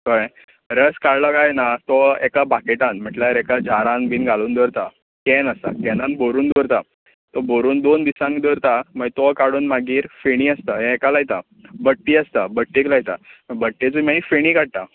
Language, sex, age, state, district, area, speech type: Goan Konkani, male, 18-30, Goa, Tiswadi, rural, conversation